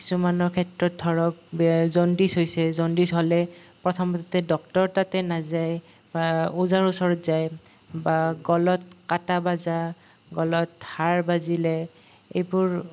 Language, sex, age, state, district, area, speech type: Assamese, male, 18-30, Assam, Nalbari, rural, spontaneous